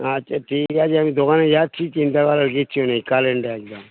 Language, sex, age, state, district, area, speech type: Bengali, male, 60+, West Bengal, Hooghly, rural, conversation